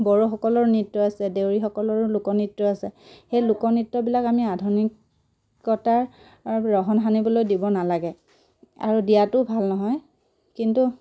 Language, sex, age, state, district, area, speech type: Assamese, female, 30-45, Assam, Dhemaji, rural, spontaneous